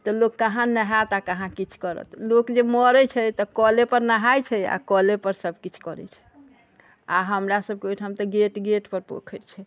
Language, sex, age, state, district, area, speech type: Maithili, female, 60+, Bihar, Sitamarhi, rural, spontaneous